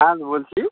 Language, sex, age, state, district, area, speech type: Bengali, male, 30-45, West Bengal, Uttar Dinajpur, urban, conversation